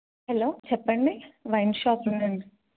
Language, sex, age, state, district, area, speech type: Telugu, female, 18-30, Telangana, Siddipet, urban, conversation